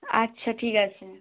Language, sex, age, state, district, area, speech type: Bengali, female, 30-45, West Bengal, Purba Medinipur, rural, conversation